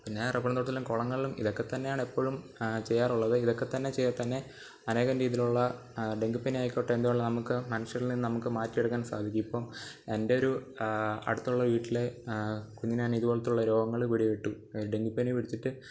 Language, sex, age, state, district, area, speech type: Malayalam, male, 18-30, Kerala, Pathanamthitta, rural, spontaneous